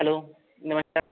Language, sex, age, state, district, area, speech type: Hindi, male, 18-30, Uttar Pradesh, Azamgarh, rural, conversation